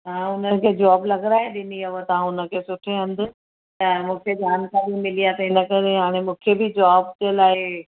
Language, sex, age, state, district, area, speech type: Sindhi, female, 45-60, Gujarat, Surat, urban, conversation